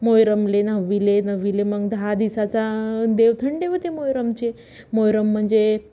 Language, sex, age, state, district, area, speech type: Marathi, female, 30-45, Maharashtra, Wardha, rural, spontaneous